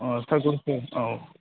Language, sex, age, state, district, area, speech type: Bodo, male, 18-30, Assam, Udalguri, urban, conversation